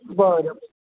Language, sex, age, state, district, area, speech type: Marathi, female, 60+, Maharashtra, Mumbai Suburban, urban, conversation